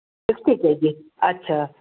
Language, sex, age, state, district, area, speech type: Sindhi, female, 60+, Maharashtra, Mumbai Suburban, urban, conversation